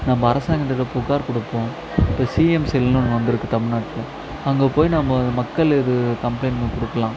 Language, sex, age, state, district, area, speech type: Tamil, male, 18-30, Tamil Nadu, Tiruvannamalai, urban, spontaneous